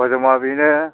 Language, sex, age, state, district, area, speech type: Bodo, male, 60+, Assam, Chirang, rural, conversation